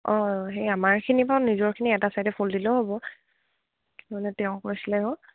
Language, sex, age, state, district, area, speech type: Assamese, female, 18-30, Assam, Dibrugarh, rural, conversation